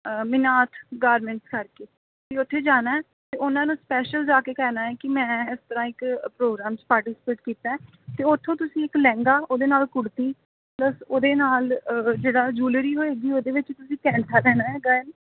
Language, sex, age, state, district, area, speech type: Punjabi, female, 18-30, Punjab, Gurdaspur, rural, conversation